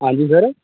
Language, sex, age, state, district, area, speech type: Dogri, male, 30-45, Jammu and Kashmir, Udhampur, rural, conversation